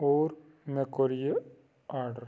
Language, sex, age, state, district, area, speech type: Kashmiri, male, 30-45, Jammu and Kashmir, Pulwama, rural, spontaneous